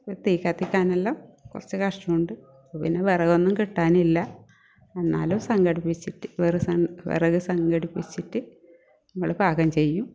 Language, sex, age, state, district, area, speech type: Malayalam, female, 45-60, Kerala, Kasaragod, rural, spontaneous